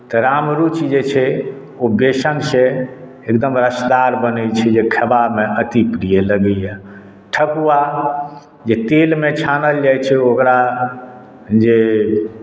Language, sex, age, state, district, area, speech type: Maithili, male, 60+, Bihar, Madhubani, rural, spontaneous